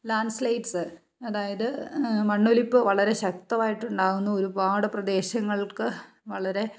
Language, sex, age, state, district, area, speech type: Malayalam, female, 30-45, Kerala, Idukki, rural, spontaneous